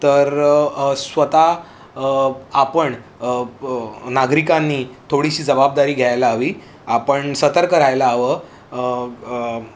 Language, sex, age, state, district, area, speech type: Marathi, male, 30-45, Maharashtra, Mumbai City, urban, spontaneous